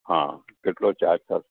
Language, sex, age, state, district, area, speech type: Gujarati, male, 60+, Gujarat, Valsad, rural, conversation